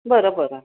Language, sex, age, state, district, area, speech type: Marathi, female, 45-60, Maharashtra, Pune, urban, conversation